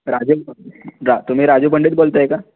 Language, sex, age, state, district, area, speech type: Marathi, male, 18-30, Maharashtra, Raigad, rural, conversation